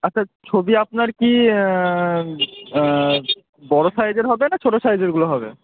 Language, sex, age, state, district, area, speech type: Bengali, male, 18-30, West Bengal, Murshidabad, urban, conversation